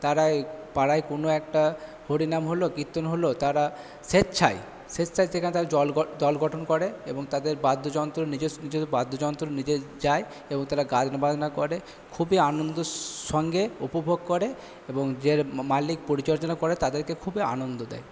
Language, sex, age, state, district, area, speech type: Bengali, male, 18-30, West Bengal, Purba Bardhaman, urban, spontaneous